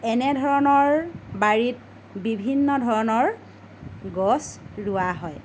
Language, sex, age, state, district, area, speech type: Assamese, female, 45-60, Assam, Lakhimpur, rural, spontaneous